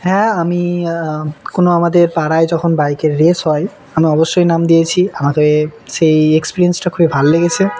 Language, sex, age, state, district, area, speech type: Bengali, male, 18-30, West Bengal, Murshidabad, urban, spontaneous